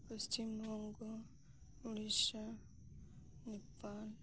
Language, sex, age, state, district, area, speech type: Santali, female, 18-30, West Bengal, Birbhum, rural, spontaneous